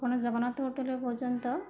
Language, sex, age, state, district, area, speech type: Odia, female, 45-60, Odisha, Jajpur, rural, spontaneous